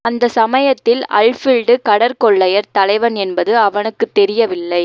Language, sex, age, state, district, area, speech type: Tamil, female, 18-30, Tamil Nadu, Madurai, urban, read